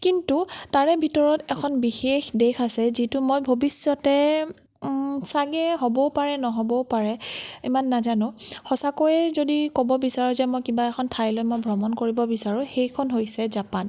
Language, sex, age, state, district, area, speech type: Assamese, female, 18-30, Assam, Nagaon, rural, spontaneous